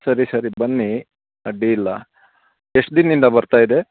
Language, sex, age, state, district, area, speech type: Kannada, male, 30-45, Karnataka, Bangalore Urban, urban, conversation